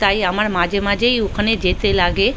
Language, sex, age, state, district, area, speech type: Bengali, female, 45-60, West Bengal, South 24 Parganas, rural, spontaneous